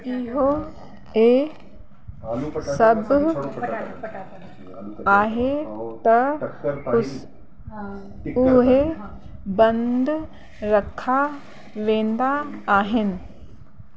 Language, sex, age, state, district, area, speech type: Sindhi, female, 30-45, Uttar Pradesh, Lucknow, rural, read